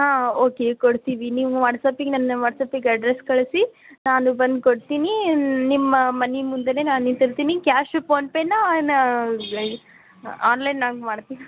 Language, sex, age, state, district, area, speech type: Kannada, female, 18-30, Karnataka, Gadag, rural, conversation